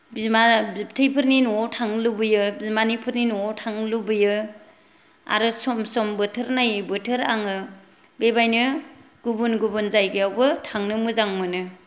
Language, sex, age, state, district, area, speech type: Bodo, female, 45-60, Assam, Kokrajhar, rural, spontaneous